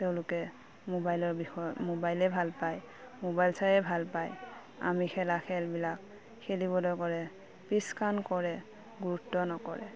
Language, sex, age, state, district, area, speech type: Assamese, female, 30-45, Assam, Udalguri, rural, spontaneous